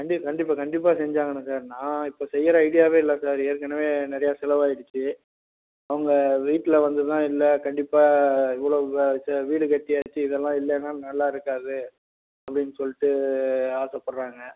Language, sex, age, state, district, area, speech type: Tamil, male, 45-60, Tamil Nadu, Salem, rural, conversation